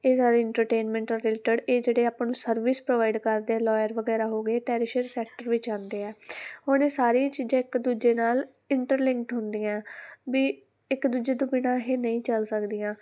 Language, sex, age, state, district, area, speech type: Punjabi, female, 18-30, Punjab, Muktsar, urban, spontaneous